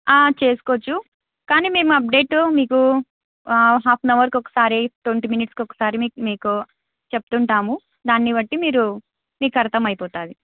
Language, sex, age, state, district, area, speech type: Telugu, female, 18-30, Andhra Pradesh, Krishna, urban, conversation